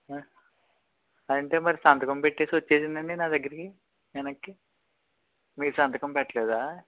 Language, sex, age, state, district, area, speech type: Telugu, male, 18-30, Andhra Pradesh, West Godavari, rural, conversation